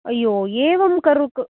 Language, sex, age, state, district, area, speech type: Sanskrit, female, 45-60, Karnataka, Udupi, urban, conversation